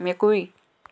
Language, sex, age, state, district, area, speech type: Assamese, female, 60+, Assam, Dhemaji, rural, read